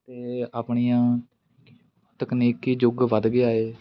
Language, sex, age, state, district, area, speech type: Punjabi, male, 18-30, Punjab, Fatehgarh Sahib, rural, spontaneous